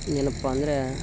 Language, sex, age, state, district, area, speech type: Kannada, male, 30-45, Karnataka, Koppal, rural, spontaneous